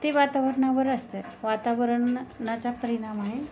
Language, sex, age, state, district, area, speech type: Marathi, female, 30-45, Maharashtra, Osmanabad, rural, spontaneous